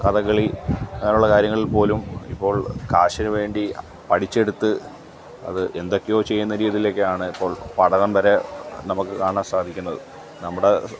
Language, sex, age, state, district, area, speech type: Malayalam, male, 30-45, Kerala, Alappuzha, rural, spontaneous